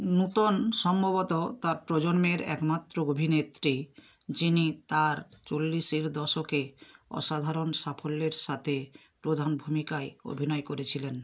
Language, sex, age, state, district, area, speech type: Bengali, female, 60+, West Bengal, North 24 Parganas, rural, read